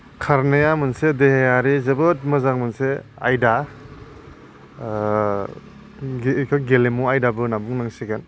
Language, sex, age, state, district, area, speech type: Bodo, male, 30-45, Assam, Udalguri, urban, spontaneous